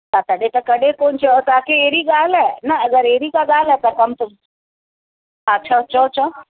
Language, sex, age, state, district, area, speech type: Sindhi, female, 45-60, Uttar Pradesh, Lucknow, rural, conversation